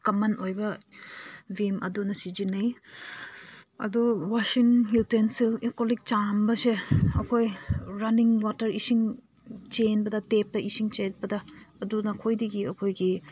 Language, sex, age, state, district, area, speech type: Manipuri, female, 30-45, Manipur, Senapati, urban, spontaneous